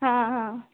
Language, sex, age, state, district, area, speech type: Marathi, female, 30-45, Maharashtra, Nagpur, rural, conversation